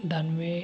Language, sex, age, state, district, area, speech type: Marathi, male, 30-45, Maharashtra, Aurangabad, rural, spontaneous